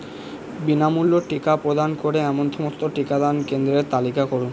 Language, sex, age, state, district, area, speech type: Bengali, male, 18-30, West Bengal, Purba Bardhaman, urban, read